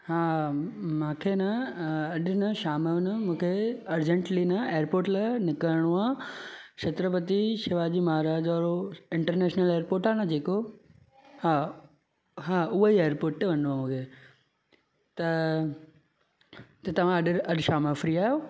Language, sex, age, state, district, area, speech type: Sindhi, male, 18-30, Maharashtra, Thane, urban, spontaneous